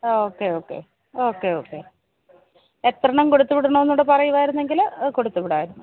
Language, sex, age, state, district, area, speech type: Malayalam, female, 45-60, Kerala, Thiruvananthapuram, urban, conversation